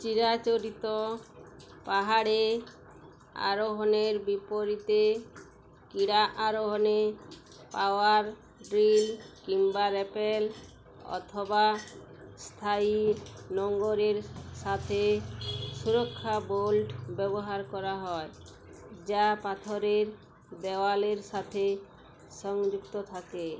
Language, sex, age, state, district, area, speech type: Bengali, female, 30-45, West Bengal, Uttar Dinajpur, rural, read